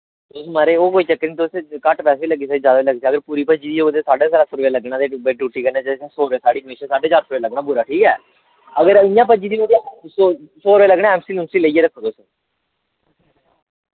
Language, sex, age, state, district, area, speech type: Dogri, male, 18-30, Jammu and Kashmir, Reasi, rural, conversation